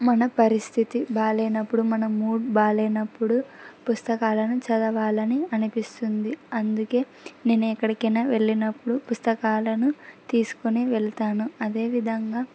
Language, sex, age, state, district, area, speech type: Telugu, female, 18-30, Andhra Pradesh, Kurnool, rural, spontaneous